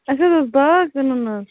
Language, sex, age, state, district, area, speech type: Kashmiri, female, 30-45, Jammu and Kashmir, Budgam, rural, conversation